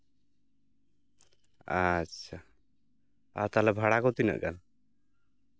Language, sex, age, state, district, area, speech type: Santali, male, 30-45, West Bengal, Jhargram, rural, spontaneous